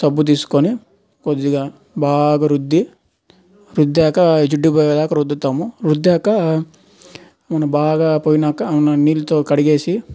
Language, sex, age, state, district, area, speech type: Telugu, male, 18-30, Andhra Pradesh, Nellore, urban, spontaneous